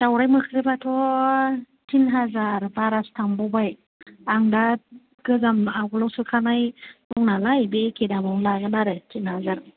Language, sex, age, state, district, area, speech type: Bodo, female, 45-60, Assam, Kokrajhar, rural, conversation